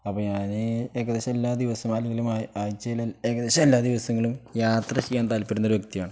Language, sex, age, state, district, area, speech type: Malayalam, male, 18-30, Kerala, Kozhikode, rural, spontaneous